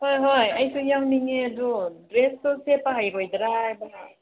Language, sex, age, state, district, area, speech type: Manipuri, female, 45-60, Manipur, Ukhrul, rural, conversation